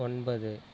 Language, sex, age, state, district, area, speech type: Tamil, male, 30-45, Tamil Nadu, Viluppuram, rural, read